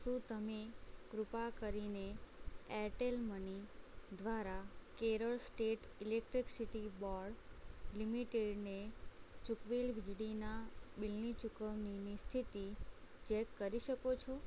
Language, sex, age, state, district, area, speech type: Gujarati, female, 18-30, Gujarat, Anand, rural, read